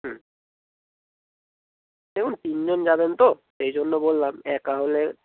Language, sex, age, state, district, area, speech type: Bengali, male, 18-30, West Bengal, Bankura, urban, conversation